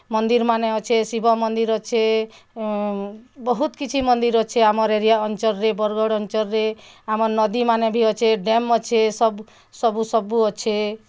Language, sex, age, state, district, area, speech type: Odia, female, 45-60, Odisha, Bargarh, urban, spontaneous